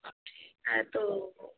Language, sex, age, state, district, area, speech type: Hindi, female, 60+, Bihar, Madhepura, rural, conversation